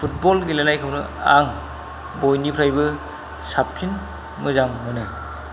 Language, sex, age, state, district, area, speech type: Bodo, male, 45-60, Assam, Kokrajhar, rural, spontaneous